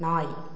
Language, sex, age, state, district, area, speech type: Tamil, female, 60+, Tamil Nadu, Namakkal, rural, read